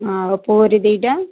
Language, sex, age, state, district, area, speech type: Odia, female, 45-60, Odisha, Gajapati, rural, conversation